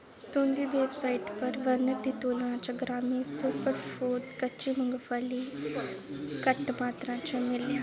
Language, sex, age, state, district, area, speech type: Dogri, female, 18-30, Jammu and Kashmir, Kathua, rural, read